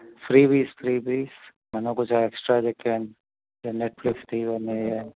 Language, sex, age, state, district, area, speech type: Sindhi, male, 30-45, Gujarat, Kutch, urban, conversation